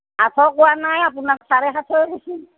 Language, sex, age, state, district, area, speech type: Assamese, female, 45-60, Assam, Kamrup Metropolitan, urban, conversation